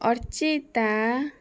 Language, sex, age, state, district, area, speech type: Odia, female, 30-45, Odisha, Bhadrak, rural, spontaneous